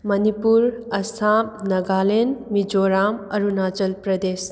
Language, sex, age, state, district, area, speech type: Manipuri, female, 18-30, Manipur, Kakching, urban, spontaneous